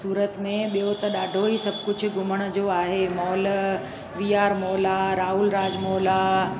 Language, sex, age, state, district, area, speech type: Sindhi, female, 45-60, Gujarat, Surat, urban, spontaneous